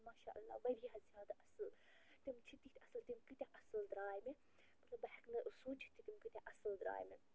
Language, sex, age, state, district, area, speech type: Kashmiri, female, 30-45, Jammu and Kashmir, Bandipora, rural, spontaneous